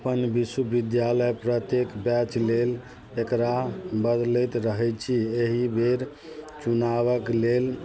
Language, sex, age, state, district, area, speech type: Maithili, male, 45-60, Bihar, Madhubani, rural, read